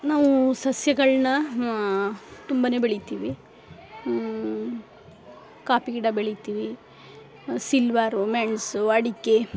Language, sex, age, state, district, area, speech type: Kannada, female, 45-60, Karnataka, Chikkamagaluru, rural, spontaneous